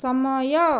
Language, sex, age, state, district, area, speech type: Odia, female, 45-60, Odisha, Nayagarh, rural, read